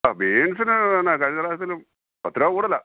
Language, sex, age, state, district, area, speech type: Malayalam, male, 60+, Kerala, Kottayam, rural, conversation